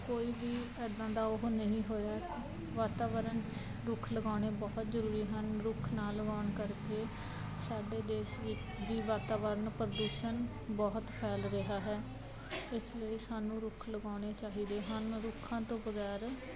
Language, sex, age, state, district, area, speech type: Punjabi, female, 30-45, Punjab, Muktsar, urban, spontaneous